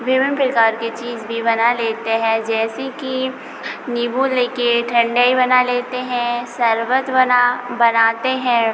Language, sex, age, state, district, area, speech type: Hindi, female, 30-45, Madhya Pradesh, Hoshangabad, rural, spontaneous